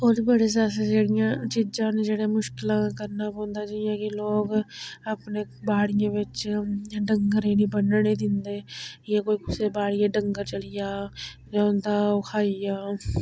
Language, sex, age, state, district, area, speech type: Dogri, female, 30-45, Jammu and Kashmir, Udhampur, rural, spontaneous